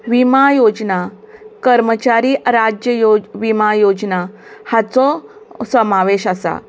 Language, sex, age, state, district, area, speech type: Goan Konkani, female, 45-60, Goa, Canacona, rural, spontaneous